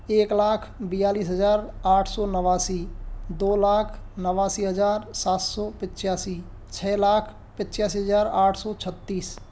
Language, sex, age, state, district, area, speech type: Hindi, male, 30-45, Rajasthan, Karauli, urban, spontaneous